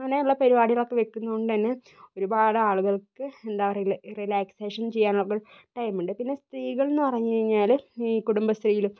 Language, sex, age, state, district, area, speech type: Malayalam, female, 30-45, Kerala, Kozhikode, urban, spontaneous